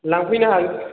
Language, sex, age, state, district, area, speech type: Bodo, male, 18-30, Assam, Chirang, rural, conversation